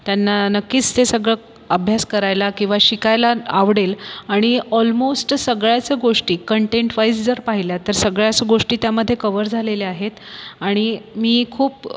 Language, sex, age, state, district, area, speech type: Marathi, female, 30-45, Maharashtra, Buldhana, urban, spontaneous